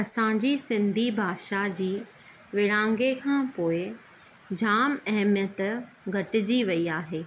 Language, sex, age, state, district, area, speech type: Sindhi, female, 30-45, Maharashtra, Thane, urban, spontaneous